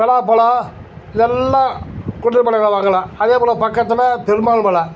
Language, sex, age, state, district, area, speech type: Tamil, male, 60+, Tamil Nadu, Tiruchirappalli, rural, spontaneous